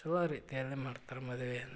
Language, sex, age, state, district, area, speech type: Kannada, male, 45-60, Karnataka, Gadag, rural, spontaneous